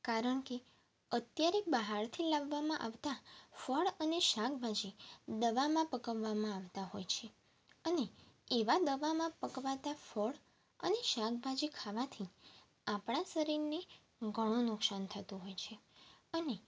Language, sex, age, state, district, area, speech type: Gujarati, female, 18-30, Gujarat, Mehsana, rural, spontaneous